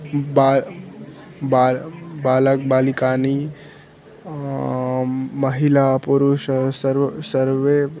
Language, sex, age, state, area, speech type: Sanskrit, male, 18-30, Chhattisgarh, urban, spontaneous